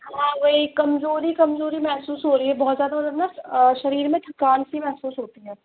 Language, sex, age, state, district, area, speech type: Hindi, female, 60+, Rajasthan, Jaipur, urban, conversation